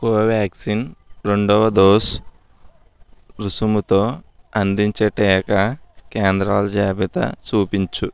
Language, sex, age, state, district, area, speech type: Telugu, male, 60+, Andhra Pradesh, East Godavari, rural, read